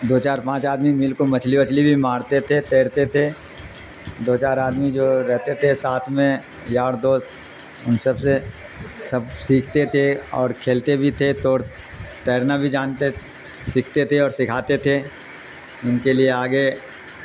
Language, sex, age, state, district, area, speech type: Urdu, male, 60+, Bihar, Darbhanga, rural, spontaneous